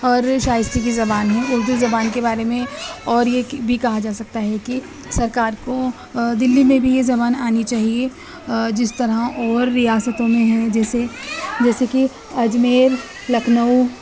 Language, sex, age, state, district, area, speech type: Urdu, female, 30-45, Delhi, East Delhi, urban, spontaneous